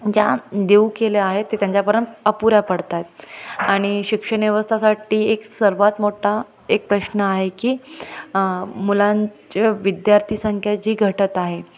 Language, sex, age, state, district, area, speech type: Marathi, female, 30-45, Maharashtra, Ahmednagar, urban, spontaneous